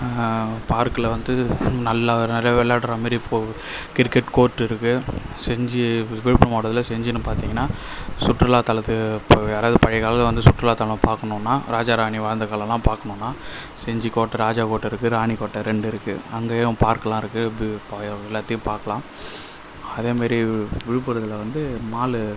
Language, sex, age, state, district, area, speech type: Tamil, male, 30-45, Tamil Nadu, Viluppuram, rural, spontaneous